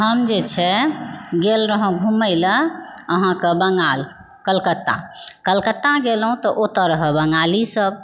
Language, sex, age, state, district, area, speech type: Maithili, female, 45-60, Bihar, Supaul, rural, spontaneous